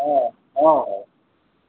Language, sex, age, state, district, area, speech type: Odia, male, 45-60, Odisha, Sambalpur, rural, conversation